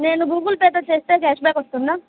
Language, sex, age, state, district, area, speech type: Telugu, female, 18-30, Andhra Pradesh, Sri Satya Sai, urban, conversation